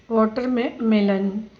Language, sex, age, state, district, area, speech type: Marathi, female, 45-60, Maharashtra, Osmanabad, rural, spontaneous